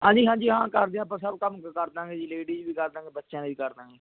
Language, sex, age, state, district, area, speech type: Punjabi, male, 30-45, Punjab, Barnala, rural, conversation